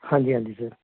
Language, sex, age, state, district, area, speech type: Punjabi, male, 45-60, Punjab, Patiala, urban, conversation